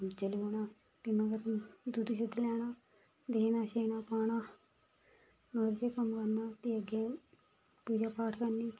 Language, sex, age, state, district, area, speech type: Dogri, female, 30-45, Jammu and Kashmir, Reasi, rural, spontaneous